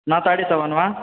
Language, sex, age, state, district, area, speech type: Sanskrit, male, 18-30, Karnataka, Yadgir, urban, conversation